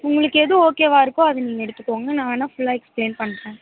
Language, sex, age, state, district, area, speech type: Tamil, female, 18-30, Tamil Nadu, Mayiladuthurai, urban, conversation